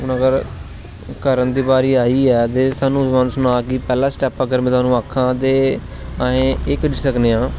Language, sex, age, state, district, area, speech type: Dogri, male, 30-45, Jammu and Kashmir, Jammu, rural, spontaneous